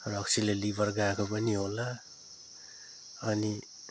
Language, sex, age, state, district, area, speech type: Nepali, male, 45-60, West Bengal, Darjeeling, rural, spontaneous